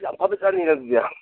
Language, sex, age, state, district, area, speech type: Manipuri, male, 60+, Manipur, Kangpokpi, urban, conversation